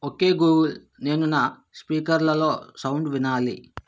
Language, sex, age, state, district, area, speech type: Telugu, male, 60+, Andhra Pradesh, Vizianagaram, rural, read